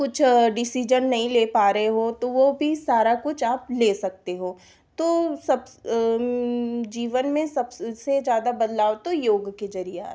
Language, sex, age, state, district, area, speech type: Hindi, female, 18-30, Madhya Pradesh, Betul, urban, spontaneous